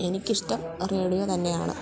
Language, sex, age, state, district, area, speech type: Malayalam, female, 45-60, Kerala, Idukki, rural, spontaneous